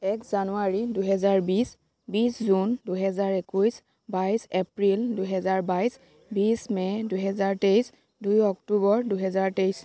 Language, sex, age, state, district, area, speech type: Assamese, female, 18-30, Assam, Dibrugarh, rural, spontaneous